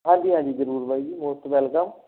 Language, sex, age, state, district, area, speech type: Punjabi, male, 45-60, Punjab, Barnala, rural, conversation